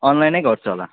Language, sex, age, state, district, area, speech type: Nepali, male, 60+, West Bengal, Kalimpong, rural, conversation